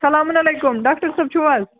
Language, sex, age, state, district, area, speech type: Kashmiri, other, 30-45, Jammu and Kashmir, Budgam, rural, conversation